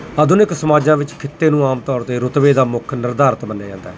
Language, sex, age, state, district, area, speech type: Punjabi, male, 45-60, Punjab, Mansa, urban, spontaneous